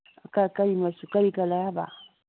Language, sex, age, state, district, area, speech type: Manipuri, female, 45-60, Manipur, Kangpokpi, urban, conversation